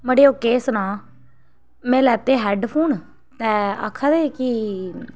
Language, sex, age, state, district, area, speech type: Dogri, female, 18-30, Jammu and Kashmir, Reasi, rural, spontaneous